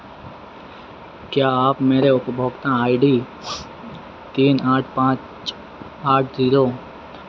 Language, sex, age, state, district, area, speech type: Hindi, male, 30-45, Madhya Pradesh, Harda, urban, read